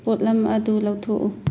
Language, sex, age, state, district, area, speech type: Manipuri, female, 45-60, Manipur, Churachandpur, urban, read